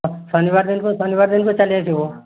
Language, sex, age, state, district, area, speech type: Odia, male, 60+, Odisha, Mayurbhanj, rural, conversation